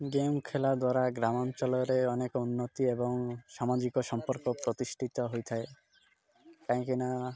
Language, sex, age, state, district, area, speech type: Odia, male, 30-45, Odisha, Malkangiri, urban, spontaneous